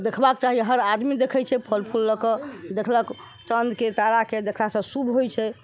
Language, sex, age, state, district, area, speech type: Maithili, female, 60+, Bihar, Sitamarhi, urban, spontaneous